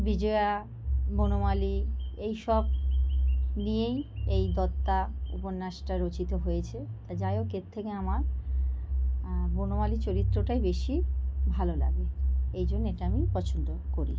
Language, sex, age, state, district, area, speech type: Bengali, female, 30-45, West Bengal, North 24 Parganas, urban, spontaneous